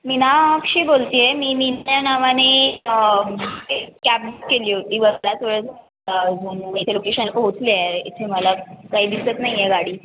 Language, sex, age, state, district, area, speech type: Marathi, female, 18-30, Maharashtra, Mumbai Suburban, urban, conversation